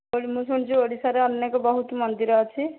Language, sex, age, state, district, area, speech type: Odia, female, 45-60, Odisha, Nayagarh, rural, conversation